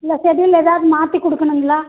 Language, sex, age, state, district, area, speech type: Tamil, female, 30-45, Tamil Nadu, Dharmapuri, rural, conversation